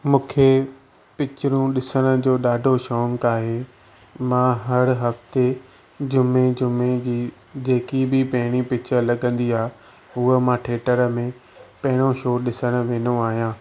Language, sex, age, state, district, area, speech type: Sindhi, male, 30-45, Maharashtra, Thane, urban, spontaneous